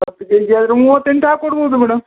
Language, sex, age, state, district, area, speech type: Kannada, male, 30-45, Karnataka, Uttara Kannada, rural, conversation